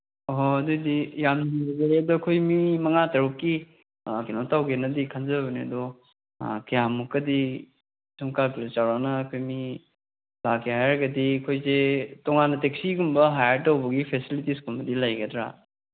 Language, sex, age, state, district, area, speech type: Manipuri, male, 30-45, Manipur, Kangpokpi, urban, conversation